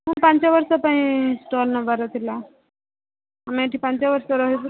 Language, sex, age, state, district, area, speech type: Odia, female, 18-30, Odisha, Subarnapur, urban, conversation